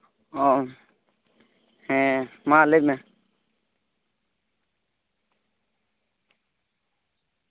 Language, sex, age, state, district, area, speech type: Santali, male, 18-30, Jharkhand, East Singhbhum, rural, conversation